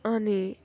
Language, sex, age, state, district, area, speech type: Nepali, female, 18-30, West Bengal, Kalimpong, rural, spontaneous